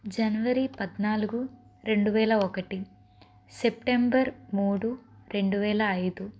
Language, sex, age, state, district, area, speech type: Telugu, female, 30-45, Andhra Pradesh, Palnadu, urban, spontaneous